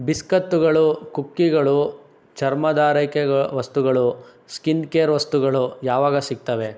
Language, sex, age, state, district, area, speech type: Kannada, male, 60+, Karnataka, Chikkaballapur, rural, read